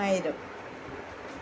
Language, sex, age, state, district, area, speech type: Malayalam, female, 45-60, Kerala, Kottayam, rural, spontaneous